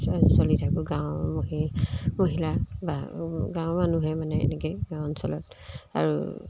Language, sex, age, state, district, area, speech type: Assamese, female, 60+, Assam, Dibrugarh, rural, spontaneous